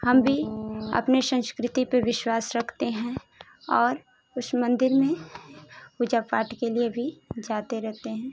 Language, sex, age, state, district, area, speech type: Hindi, female, 18-30, Uttar Pradesh, Ghazipur, urban, spontaneous